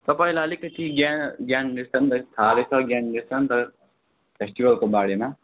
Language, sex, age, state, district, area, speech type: Nepali, male, 18-30, West Bengal, Kalimpong, rural, conversation